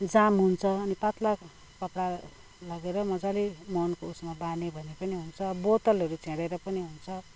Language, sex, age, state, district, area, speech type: Nepali, female, 60+, West Bengal, Kalimpong, rural, spontaneous